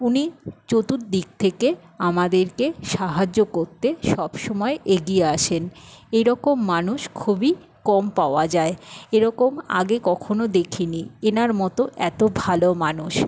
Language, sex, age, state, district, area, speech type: Bengali, female, 60+, West Bengal, Jhargram, rural, spontaneous